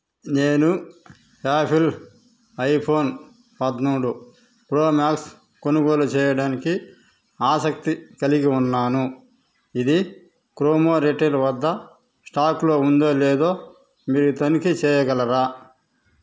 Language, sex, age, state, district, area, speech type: Telugu, male, 45-60, Andhra Pradesh, Sri Balaji, rural, read